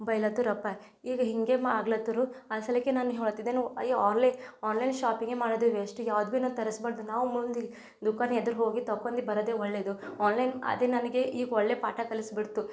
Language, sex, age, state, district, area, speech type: Kannada, female, 18-30, Karnataka, Bidar, urban, spontaneous